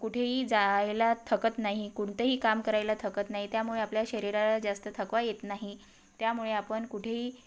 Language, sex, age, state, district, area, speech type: Marathi, female, 30-45, Maharashtra, Wardha, rural, spontaneous